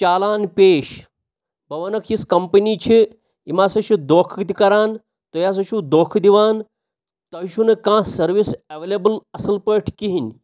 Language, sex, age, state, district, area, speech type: Kashmiri, male, 30-45, Jammu and Kashmir, Pulwama, rural, spontaneous